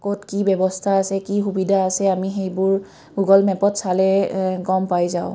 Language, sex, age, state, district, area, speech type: Assamese, female, 30-45, Assam, Kamrup Metropolitan, urban, spontaneous